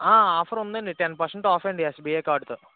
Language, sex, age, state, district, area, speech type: Telugu, male, 18-30, Andhra Pradesh, Eluru, urban, conversation